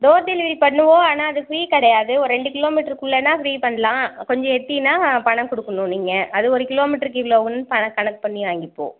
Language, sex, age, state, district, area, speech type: Tamil, female, 45-60, Tamil Nadu, Thanjavur, rural, conversation